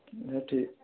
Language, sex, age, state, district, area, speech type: Odia, male, 30-45, Odisha, Dhenkanal, rural, conversation